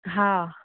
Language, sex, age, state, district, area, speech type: Sindhi, female, 30-45, Gujarat, Surat, urban, conversation